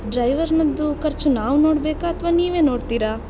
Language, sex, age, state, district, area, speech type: Kannada, female, 18-30, Karnataka, Shimoga, rural, spontaneous